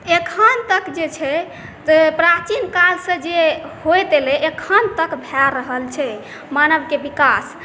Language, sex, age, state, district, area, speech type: Maithili, female, 18-30, Bihar, Saharsa, rural, spontaneous